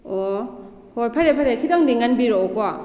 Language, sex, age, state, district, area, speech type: Manipuri, female, 18-30, Manipur, Kakching, rural, spontaneous